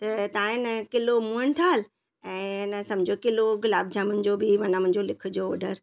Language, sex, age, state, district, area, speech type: Sindhi, female, 45-60, Gujarat, Surat, urban, spontaneous